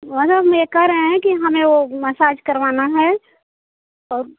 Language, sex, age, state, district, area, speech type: Hindi, female, 45-60, Uttar Pradesh, Chandauli, rural, conversation